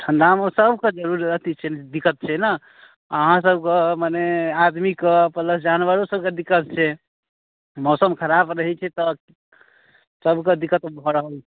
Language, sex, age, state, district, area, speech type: Maithili, male, 30-45, Bihar, Darbhanga, rural, conversation